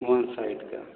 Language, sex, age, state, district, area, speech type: Hindi, male, 45-60, Uttar Pradesh, Ayodhya, rural, conversation